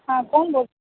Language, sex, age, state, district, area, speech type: Marathi, female, 18-30, Maharashtra, Sindhudurg, rural, conversation